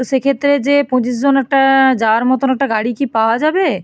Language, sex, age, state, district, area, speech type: Bengali, female, 45-60, West Bengal, Bankura, urban, spontaneous